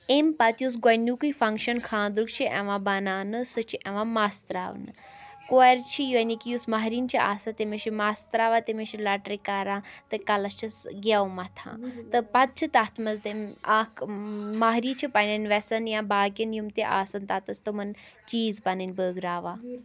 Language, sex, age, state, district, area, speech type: Kashmiri, female, 18-30, Jammu and Kashmir, Baramulla, rural, spontaneous